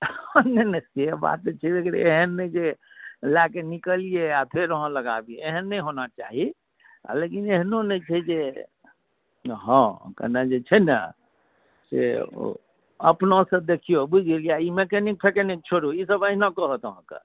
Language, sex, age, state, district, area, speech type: Maithili, male, 45-60, Bihar, Saharsa, urban, conversation